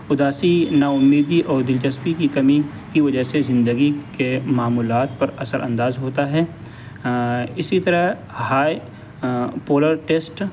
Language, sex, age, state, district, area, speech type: Urdu, male, 18-30, Delhi, North West Delhi, urban, spontaneous